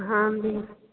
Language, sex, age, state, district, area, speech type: Punjabi, female, 30-45, Punjab, Jalandhar, rural, conversation